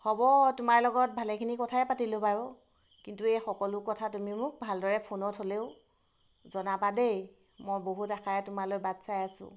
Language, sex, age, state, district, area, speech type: Assamese, female, 30-45, Assam, Golaghat, urban, spontaneous